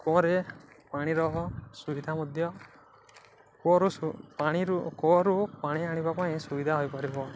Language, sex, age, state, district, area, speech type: Odia, male, 18-30, Odisha, Balangir, urban, spontaneous